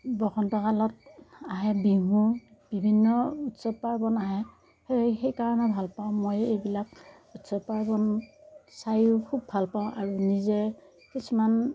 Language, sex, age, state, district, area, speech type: Assamese, female, 60+, Assam, Darrang, rural, spontaneous